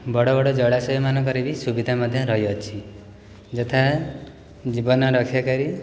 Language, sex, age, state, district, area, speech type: Odia, male, 30-45, Odisha, Jajpur, rural, spontaneous